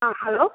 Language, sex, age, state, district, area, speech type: Tamil, female, 18-30, Tamil Nadu, Nagapattinam, rural, conversation